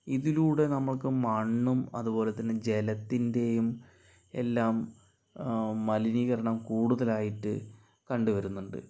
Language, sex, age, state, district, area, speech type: Malayalam, male, 45-60, Kerala, Palakkad, urban, spontaneous